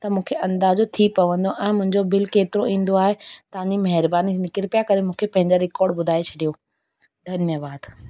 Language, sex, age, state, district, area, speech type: Sindhi, female, 18-30, Rajasthan, Ajmer, urban, spontaneous